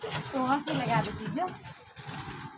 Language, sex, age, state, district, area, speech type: Maithili, female, 45-60, Bihar, Araria, rural, spontaneous